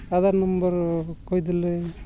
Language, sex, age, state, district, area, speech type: Odia, male, 45-60, Odisha, Nabarangpur, rural, spontaneous